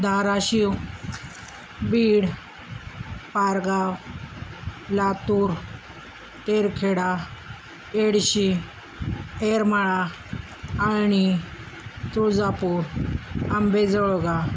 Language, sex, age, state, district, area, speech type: Marathi, female, 45-60, Maharashtra, Osmanabad, rural, spontaneous